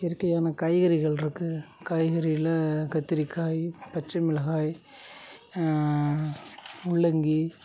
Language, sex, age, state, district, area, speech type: Tamil, male, 30-45, Tamil Nadu, Tiruchirappalli, rural, spontaneous